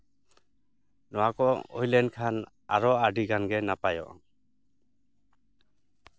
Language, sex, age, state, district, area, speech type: Santali, male, 30-45, West Bengal, Jhargram, rural, spontaneous